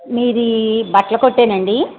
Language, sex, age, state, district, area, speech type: Telugu, female, 60+, Andhra Pradesh, Bapatla, urban, conversation